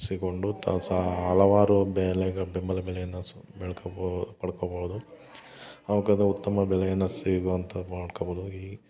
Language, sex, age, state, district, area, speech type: Kannada, male, 30-45, Karnataka, Hassan, rural, spontaneous